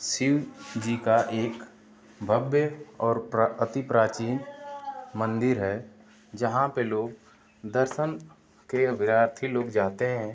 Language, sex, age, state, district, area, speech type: Hindi, male, 30-45, Uttar Pradesh, Ghazipur, urban, spontaneous